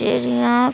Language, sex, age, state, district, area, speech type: Dogri, female, 45-60, Jammu and Kashmir, Reasi, rural, spontaneous